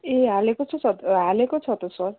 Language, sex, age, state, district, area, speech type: Nepali, female, 30-45, West Bengal, Kalimpong, rural, conversation